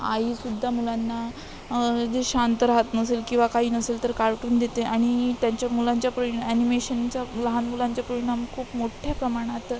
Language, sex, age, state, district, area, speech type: Marathi, female, 18-30, Maharashtra, Amravati, rural, spontaneous